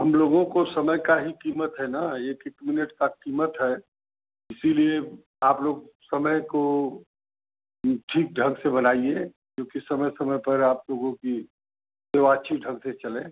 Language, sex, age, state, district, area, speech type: Hindi, male, 60+, Uttar Pradesh, Chandauli, urban, conversation